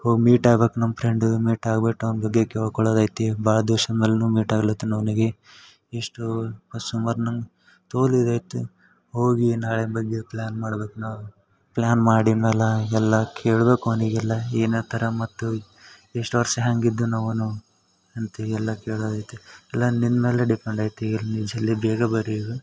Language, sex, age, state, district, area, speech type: Kannada, male, 18-30, Karnataka, Yadgir, rural, spontaneous